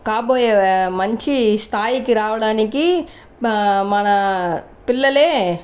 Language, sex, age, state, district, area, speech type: Telugu, other, 30-45, Andhra Pradesh, Chittoor, rural, spontaneous